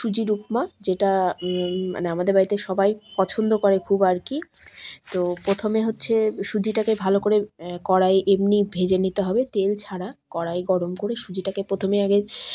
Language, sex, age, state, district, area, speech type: Bengali, female, 30-45, West Bengal, Malda, rural, spontaneous